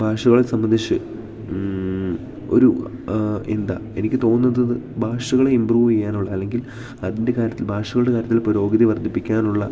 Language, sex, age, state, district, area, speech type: Malayalam, male, 18-30, Kerala, Idukki, rural, spontaneous